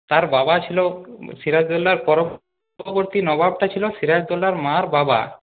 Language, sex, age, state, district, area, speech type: Bengali, male, 18-30, West Bengal, Purulia, urban, conversation